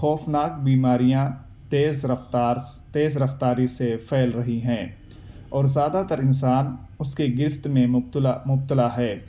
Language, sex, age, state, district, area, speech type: Urdu, male, 18-30, Delhi, Central Delhi, urban, spontaneous